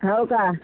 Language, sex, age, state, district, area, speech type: Marathi, female, 30-45, Maharashtra, Washim, rural, conversation